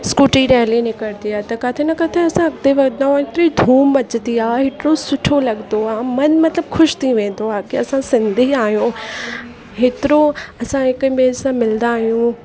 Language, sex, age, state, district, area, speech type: Sindhi, female, 18-30, Uttar Pradesh, Lucknow, urban, spontaneous